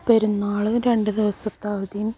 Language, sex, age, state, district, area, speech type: Malayalam, female, 45-60, Kerala, Malappuram, rural, spontaneous